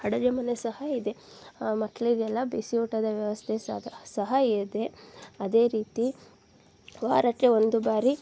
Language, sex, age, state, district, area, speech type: Kannada, female, 18-30, Karnataka, Chitradurga, rural, spontaneous